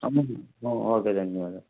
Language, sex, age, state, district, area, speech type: Telugu, male, 45-60, Andhra Pradesh, Eluru, urban, conversation